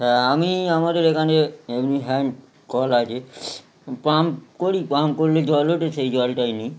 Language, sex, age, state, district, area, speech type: Bengali, male, 30-45, West Bengal, Howrah, urban, spontaneous